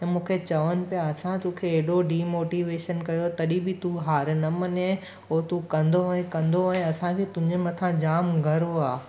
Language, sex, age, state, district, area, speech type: Sindhi, male, 18-30, Gujarat, Surat, urban, spontaneous